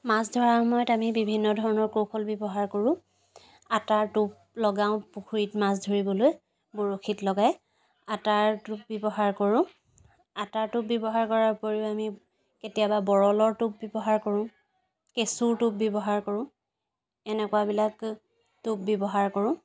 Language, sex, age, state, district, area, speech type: Assamese, female, 18-30, Assam, Sivasagar, rural, spontaneous